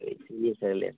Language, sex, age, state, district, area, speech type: Hindi, male, 30-45, Bihar, Madhepura, rural, conversation